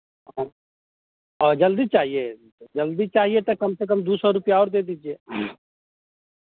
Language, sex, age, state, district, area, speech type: Hindi, male, 45-60, Bihar, Samastipur, urban, conversation